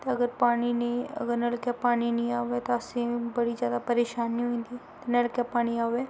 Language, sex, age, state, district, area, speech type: Dogri, female, 18-30, Jammu and Kashmir, Kathua, rural, spontaneous